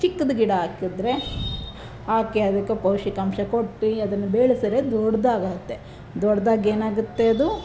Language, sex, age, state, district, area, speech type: Kannada, female, 30-45, Karnataka, Chamarajanagar, rural, spontaneous